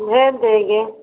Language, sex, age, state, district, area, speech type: Hindi, female, 30-45, Uttar Pradesh, Pratapgarh, rural, conversation